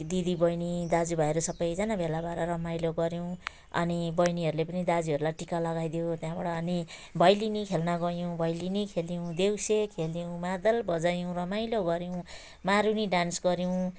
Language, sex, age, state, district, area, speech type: Nepali, female, 45-60, West Bengal, Jalpaiguri, rural, spontaneous